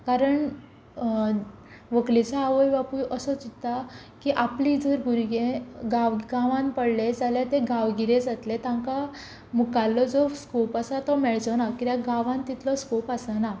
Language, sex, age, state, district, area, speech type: Goan Konkani, female, 18-30, Goa, Quepem, rural, spontaneous